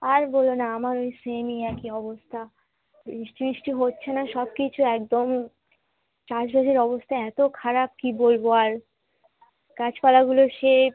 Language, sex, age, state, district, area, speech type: Bengali, female, 18-30, West Bengal, Dakshin Dinajpur, urban, conversation